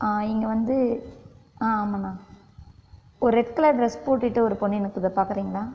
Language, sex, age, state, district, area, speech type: Tamil, female, 18-30, Tamil Nadu, Viluppuram, urban, spontaneous